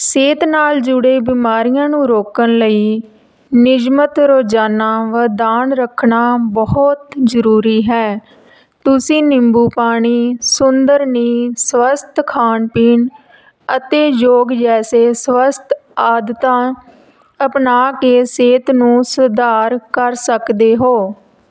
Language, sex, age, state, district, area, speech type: Punjabi, female, 30-45, Punjab, Tarn Taran, rural, spontaneous